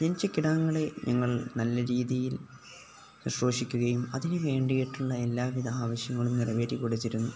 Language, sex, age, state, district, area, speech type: Malayalam, male, 18-30, Kerala, Kozhikode, rural, spontaneous